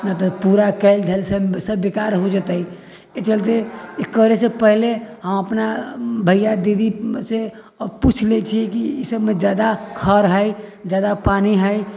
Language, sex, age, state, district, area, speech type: Maithili, male, 60+, Bihar, Sitamarhi, rural, spontaneous